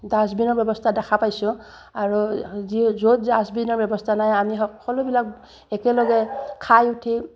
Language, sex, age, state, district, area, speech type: Assamese, female, 60+, Assam, Udalguri, rural, spontaneous